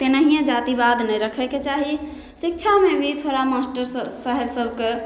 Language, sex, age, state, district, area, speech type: Maithili, female, 18-30, Bihar, Samastipur, rural, spontaneous